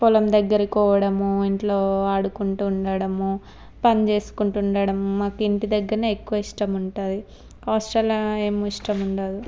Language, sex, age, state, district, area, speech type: Telugu, female, 18-30, Telangana, Suryapet, urban, spontaneous